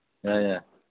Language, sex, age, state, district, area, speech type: Manipuri, male, 45-60, Manipur, Imphal East, rural, conversation